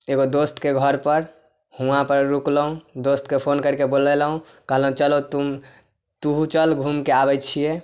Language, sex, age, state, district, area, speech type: Maithili, male, 18-30, Bihar, Samastipur, rural, spontaneous